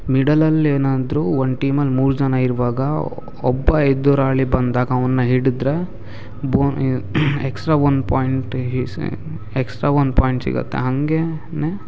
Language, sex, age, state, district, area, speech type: Kannada, male, 18-30, Karnataka, Uttara Kannada, rural, spontaneous